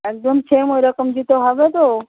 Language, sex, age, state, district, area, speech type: Bengali, female, 45-60, West Bengal, Uttar Dinajpur, urban, conversation